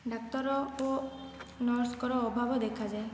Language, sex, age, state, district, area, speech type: Odia, female, 45-60, Odisha, Kandhamal, rural, spontaneous